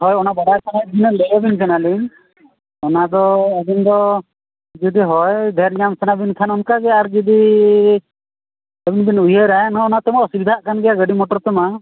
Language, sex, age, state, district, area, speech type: Santali, male, 45-60, Odisha, Mayurbhanj, rural, conversation